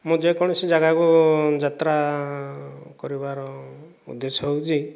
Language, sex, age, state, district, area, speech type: Odia, male, 45-60, Odisha, Kandhamal, rural, spontaneous